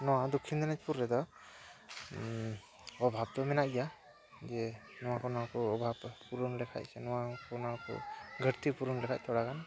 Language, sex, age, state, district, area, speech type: Santali, male, 18-30, West Bengal, Dakshin Dinajpur, rural, spontaneous